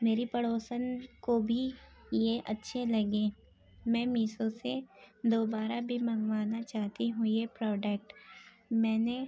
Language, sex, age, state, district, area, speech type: Urdu, female, 18-30, Uttar Pradesh, Ghaziabad, urban, spontaneous